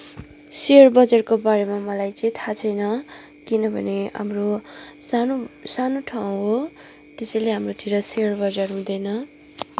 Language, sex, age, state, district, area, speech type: Nepali, female, 18-30, West Bengal, Kalimpong, rural, spontaneous